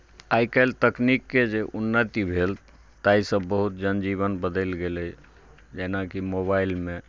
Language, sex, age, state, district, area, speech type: Maithili, male, 45-60, Bihar, Madhubani, rural, spontaneous